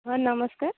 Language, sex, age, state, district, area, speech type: Odia, female, 18-30, Odisha, Kendujhar, urban, conversation